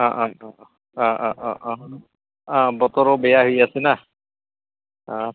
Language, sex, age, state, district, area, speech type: Assamese, male, 30-45, Assam, Goalpara, urban, conversation